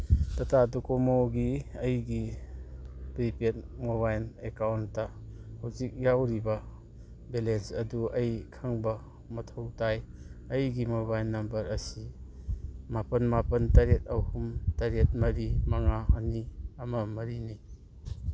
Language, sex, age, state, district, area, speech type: Manipuri, male, 45-60, Manipur, Kangpokpi, urban, read